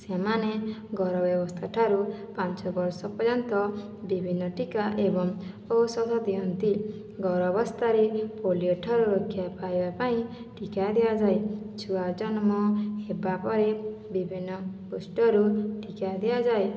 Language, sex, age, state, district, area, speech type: Odia, female, 60+, Odisha, Boudh, rural, spontaneous